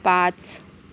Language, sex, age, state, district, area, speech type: Marathi, female, 30-45, Maharashtra, Yavatmal, urban, read